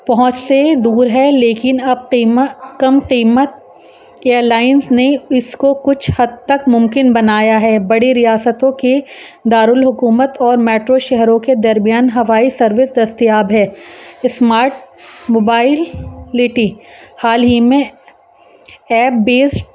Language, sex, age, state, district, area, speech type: Urdu, female, 30-45, Uttar Pradesh, Rampur, urban, spontaneous